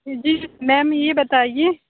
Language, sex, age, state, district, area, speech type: Urdu, female, 18-30, Uttar Pradesh, Aligarh, urban, conversation